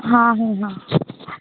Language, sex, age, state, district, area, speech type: Marathi, female, 18-30, Maharashtra, Nagpur, urban, conversation